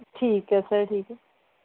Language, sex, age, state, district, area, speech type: Punjabi, female, 30-45, Punjab, Mohali, urban, conversation